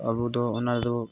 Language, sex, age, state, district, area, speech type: Santali, male, 18-30, Jharkhand, Pakur, rural, spontaneous